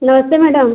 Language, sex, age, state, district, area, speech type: Hindi, female, 30-45, Uttar Pradesh, Azamgarh, rural, conversation